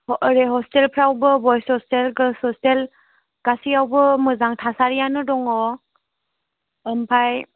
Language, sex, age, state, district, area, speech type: Bodo, female, 18-30, Assam, Chirang, urban, conversation